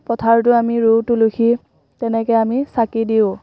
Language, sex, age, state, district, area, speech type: Assamese, female, 18-30, Assam, Kamrup Metropolitan, rural, spontaneous